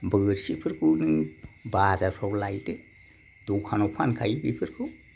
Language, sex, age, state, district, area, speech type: Bodo, male, 60+, Assam, Kokrajhar, urban, spontaneous